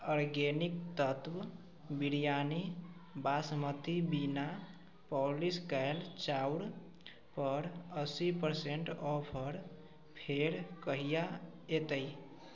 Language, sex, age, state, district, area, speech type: Maithili, male, 45-60, Bihar, Sitamarhi, urban, read